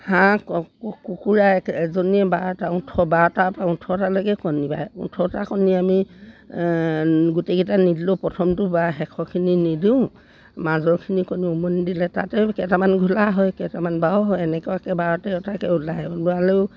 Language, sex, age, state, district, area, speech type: Assamese, female, 60+, Assam, Dibrugarh, rural, spontaneous